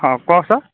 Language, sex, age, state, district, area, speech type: Assamese, male, 45-60, Assam, Morigaon, rural, conversation